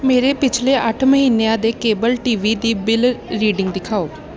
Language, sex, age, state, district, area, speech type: Punjabi, female, 18-30, Punjab, Ludhiana, urban, read